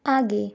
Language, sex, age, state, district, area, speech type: Hindi, male, 30-45, Madhya Pradesh, Balaghat, rural, read